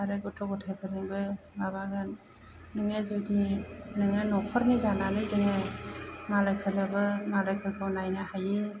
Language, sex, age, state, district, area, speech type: Bodo, female, 30-45, Assam, Chirang, urban, spontaneous